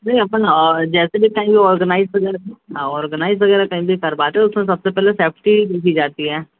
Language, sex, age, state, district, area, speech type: Hindi, male, 60+, Madhya Pradesh, Bhopal, urban, conversation